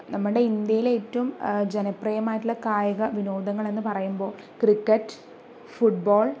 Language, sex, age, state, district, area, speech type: Malayalam, female, 30-45, Kerala, Palakkad, urban, spontaneous